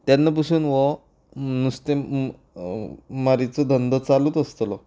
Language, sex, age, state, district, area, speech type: Goan Konkani, male, 30-45, Goa, Canacona, rural, spontaneous